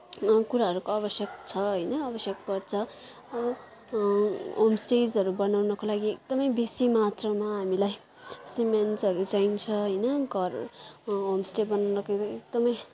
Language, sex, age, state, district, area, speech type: Nepali, female, 18-30, West Bengal, Kalimpong, rural, spontaneous